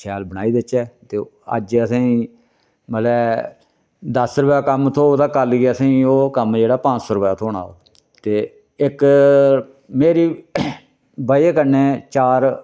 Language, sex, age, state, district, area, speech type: Dogri, male, 60+, Jammu and Kashmir, Reasi, rural, spontaneous